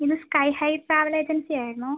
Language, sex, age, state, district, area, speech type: Malayalam, female, 18-30, Kerala, Kozhikode, urban, conversation